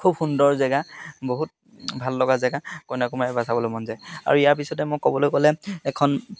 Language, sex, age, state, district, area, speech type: Assamese, male, 30-45, Assam, Charaideo, rural, spontaneous